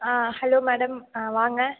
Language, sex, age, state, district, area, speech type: Tamil, female, 18-30, Tamil Nadu, Mayiladuthurai, rural, conversation